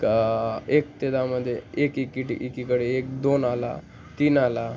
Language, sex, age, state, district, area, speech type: Marathi, male, 18-30, Maharashtra, Ahmednagar, rural, spontaneous